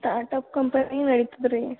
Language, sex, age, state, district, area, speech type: Kannada, female, 18-30, Karnataka, Gulbarga, urban, conversation